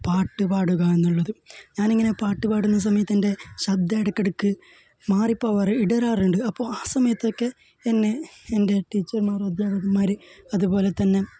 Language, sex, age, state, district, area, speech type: Malayalam, male, 18-30, Kerala, Kasaragod, rural, spontaneous